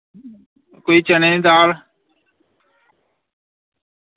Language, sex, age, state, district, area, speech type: Dogri, male, 30-45, Jammu and Kashmir, Jammu, rural, conversation